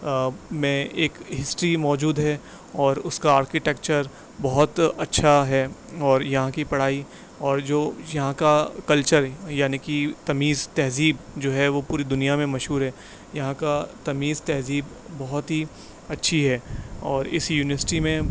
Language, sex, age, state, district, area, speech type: Urdu, male, 18-30, Uttar Pradesh, Aligarh, urban, spontaneous